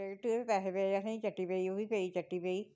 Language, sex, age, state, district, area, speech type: Dogri, female, 60+, Jammu and Kashmir, Reasi, rural, spontaneous